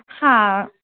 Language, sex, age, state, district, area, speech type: Gujarati, female, 18-30, Gujarat, Junagadh, urban, conversation